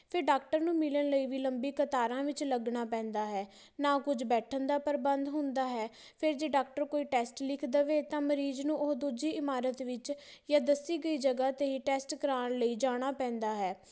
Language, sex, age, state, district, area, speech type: Punjabi, female, 18-30, Punjab, Patiala, rural, spontaneous